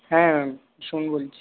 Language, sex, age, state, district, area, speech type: Bengali, male, 30-45, West Bengal, Purulia, urban, conversation